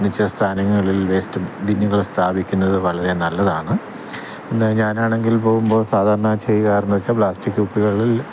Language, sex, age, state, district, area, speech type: Malayalam, male, 30-45, Kerala, Thiruvananthapuram, rural, spontaneous